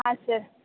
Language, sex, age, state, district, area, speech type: Kannada, female, 45-60, Karnataka, Tumkur, rural, conversation